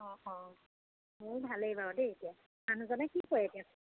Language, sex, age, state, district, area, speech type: Assamese, female, 30-45, Assam, Golaghat, urban, conversation